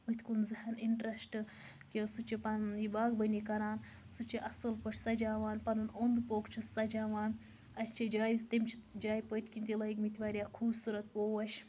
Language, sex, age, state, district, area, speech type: Kashmiri, female, 30-45, Jammu and Kashmir, Baramulla, rural, spontaneous